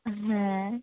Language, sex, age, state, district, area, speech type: Bengali, female, 18-30, West Bengal, Alipurduar, rural, conversation